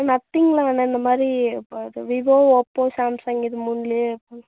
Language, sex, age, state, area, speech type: Tamil, female, 18-30, Tamil Nadu, urban, conversation